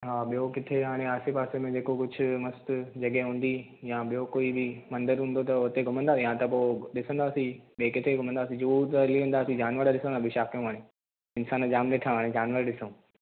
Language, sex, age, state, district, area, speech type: Sindhi, male, 18-30, Maharashtra, Thane, urban, conversation